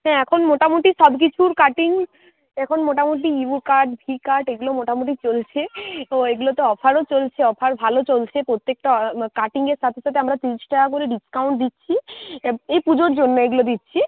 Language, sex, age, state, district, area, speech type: Bengali, female, 18-30, West Bengal, Uttar Dinajpur, rural, conversation